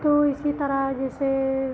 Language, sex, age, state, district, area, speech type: Hindi, female, 60+, Uttar Pradesh, Lucknow, rural, spontaneous